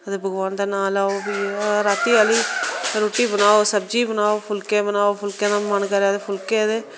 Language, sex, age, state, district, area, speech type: Dogri, female, 30-45, Jammu and Kashmir, Reasi, rural, spontaneous